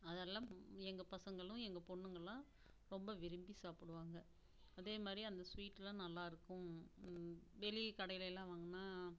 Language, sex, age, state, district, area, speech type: Tamil, female, 45-60, Tamil Nadu, Namakkal, rural, spontaneous